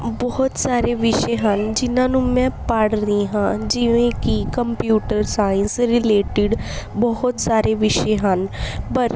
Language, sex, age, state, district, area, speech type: Punjabi, female, 18-30, Punjab, Bathinda, urban, spontaneous